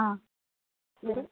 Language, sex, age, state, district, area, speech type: Tamil, female, 18-30, Tamil Nadu, Madurai, urban, conversation